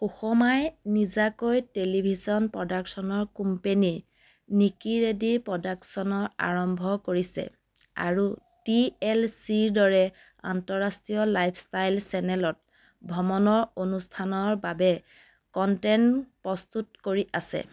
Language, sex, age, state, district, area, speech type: Assamese, female, 30-45, Assam, Biswanath, rural, read